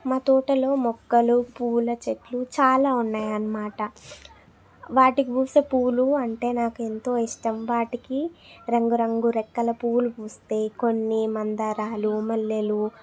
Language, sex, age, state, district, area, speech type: Telugu, female, 18-30, Telangana, Suryapet, urban, spontaneous